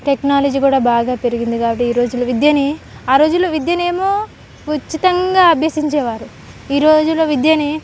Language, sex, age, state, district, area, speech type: Telugu, female, 18-30, Telangana, Khammam, urban, spontaneous